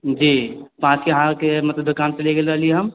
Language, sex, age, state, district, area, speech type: Maithili, male, 18-30, Bihar, Sitamarhi, urban, conversation